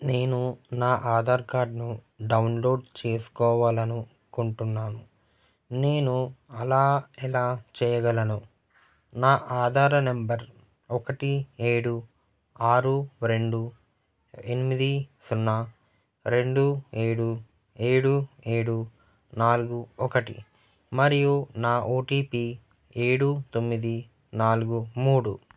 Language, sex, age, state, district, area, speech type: Telugu, male, 18-30, Andhra Pradesh, Nellore, rural, read